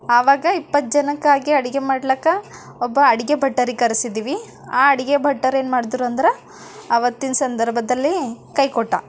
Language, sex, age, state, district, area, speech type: Kannada, female, 18-30, Karnataka, Bidar, urban, spontaneous